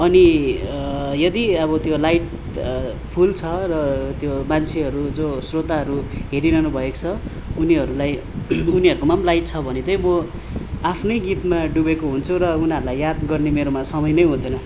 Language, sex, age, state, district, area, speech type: Nepali, male, 18-30, West Bengal, Darjeeling, rural, spontaneous